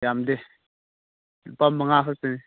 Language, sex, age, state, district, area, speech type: Manipuri, male, 45-60, Manipur, Chandel, rural, conversation